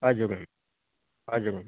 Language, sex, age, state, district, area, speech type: Nepali, male, 60+, West Bengal, Kalimpong, rural, conversation